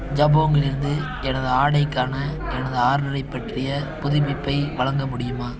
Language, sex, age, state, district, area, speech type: Tamil, male, 18-30, Tamil Nadu, Madurai, rural, read